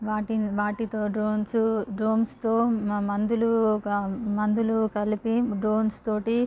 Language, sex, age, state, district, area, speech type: Telugu, female, 18-30, Andhra Pradesh, Visakhapatnam, urban, spontaneous